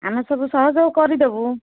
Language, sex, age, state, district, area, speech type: Odia, female, 60+, Odisha, Gajapati, rural, conversation